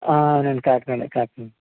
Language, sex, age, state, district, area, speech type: Telugu, male, 18-30, Andhra Pradesh, Kakinada, rural, conversation